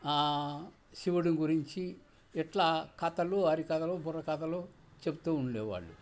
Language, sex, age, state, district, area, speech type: Telugu, male, 60+, Andhra Pradesh, Bapatla, urban, spontaneous